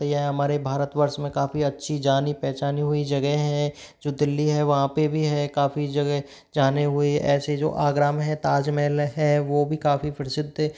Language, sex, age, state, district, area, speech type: Hindi, male, 45-60, Rajasthan, Karauli, rural, spontaneous